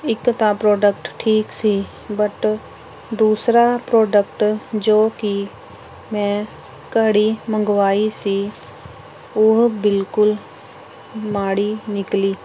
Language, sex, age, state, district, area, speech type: Punjabi, female, 30-45, Punjab, Pathankot, rural, spontaneous